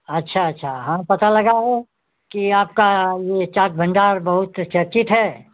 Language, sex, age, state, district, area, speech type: Hindi, male, 60+, Uttar Pradesh, Ghazipur, rural, conversation